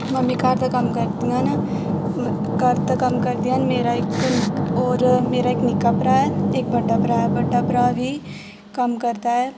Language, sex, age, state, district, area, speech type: Dogri, female, 18-30, Jammu and Kashmir, Jammu, rural, spontaneous